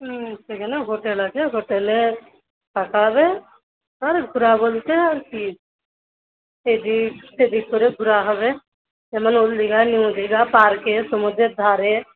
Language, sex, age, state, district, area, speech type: Bengali, female, 45-60, West Bengal, Paschim Medinipur, rural, conversation